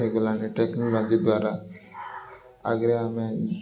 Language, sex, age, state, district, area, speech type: Odia, male, 30-45, Odisha, Koraput, urban, spontaneous